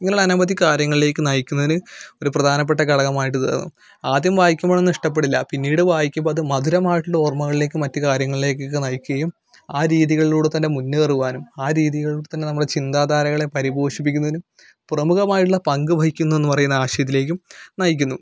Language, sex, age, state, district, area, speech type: Malayalam, male, 18-30, Kerala, Malappuram, rural, spontaneous